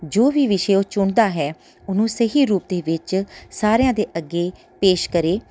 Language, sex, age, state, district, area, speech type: Punjabi, female, 30-45, Punjab, Tarn Taran, urban, spontaneous